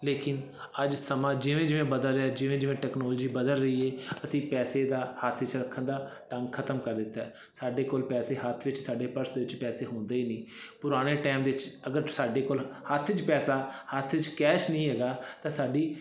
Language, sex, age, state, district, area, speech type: Punjabi, male, 30-45, Punjab, Fazilka, urban, spontaneous